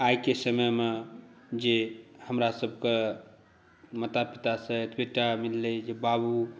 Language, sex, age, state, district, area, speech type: Maithili, male, 30-45, Bihar, Saharsa, urban, spontaneous